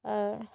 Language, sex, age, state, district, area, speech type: Bengali, female, 18-30, West Bengal, Murshidabad, urban, spontaneous